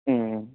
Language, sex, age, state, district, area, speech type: Tamil, male, 18-30, Tamil Nadu, Namakkal, rural, conversation